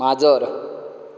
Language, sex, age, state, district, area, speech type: Goan Konkani, male, 45-60, Goa, Canacona, rural, read